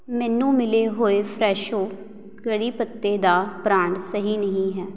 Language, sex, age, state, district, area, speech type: Punjabi, female, 18-30, Punjab, Patiala, urban, read